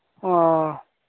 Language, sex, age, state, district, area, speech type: Manipuri, male, 30-45, Manipur, Churachandpur, rural, conversation